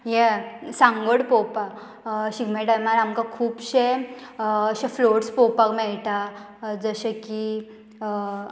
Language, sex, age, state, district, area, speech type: Goan Konkani, female, 18-30, Goa, Murmgao, rural, spontaneous